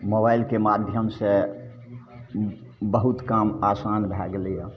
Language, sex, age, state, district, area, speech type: Maithili, male, 60+, Bihar, Madhepura, rural, spontaneous